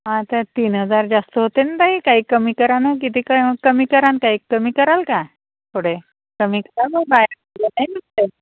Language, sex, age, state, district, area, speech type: Marathi, female, 45-60, Maharashtra, Nagpur, rural, conversation